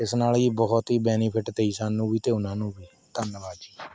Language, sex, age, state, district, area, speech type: Punjabi, male, 18-30, Punjab, Mohali, rural, spontaneous